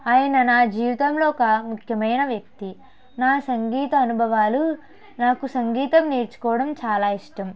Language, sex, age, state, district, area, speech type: Telugu, female, 18-30, Andhra Pradesh, Konaseema, rural, spontaneous